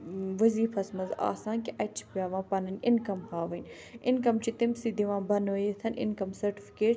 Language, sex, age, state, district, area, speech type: Kashmiri, female, 18-30, Jammu and Kashmir, Ganderbal, urban, spontaneous